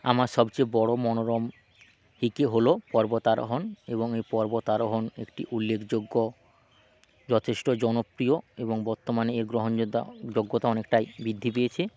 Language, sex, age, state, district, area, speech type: Bengali, male, 30-45, West Bengal, Hooghly, rural, spontaneous